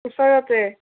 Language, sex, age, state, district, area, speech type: Assamese, female, 30-45, Assam, Dhemaji, urban, conversation